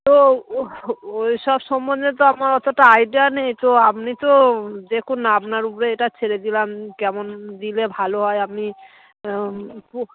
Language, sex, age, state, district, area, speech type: Bengali, female, 30-45, West Bengal, Dakshin Dinajpur, urban, conversation